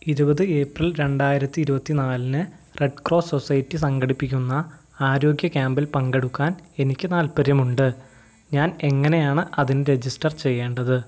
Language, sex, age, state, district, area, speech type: Malayalam, male, 45-60, Kerala, Wayanad, rural, read